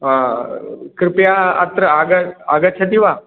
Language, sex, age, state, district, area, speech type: Sanskrit, male, 45-60, Uttar Pradesh, Prayagraj, urban, conversation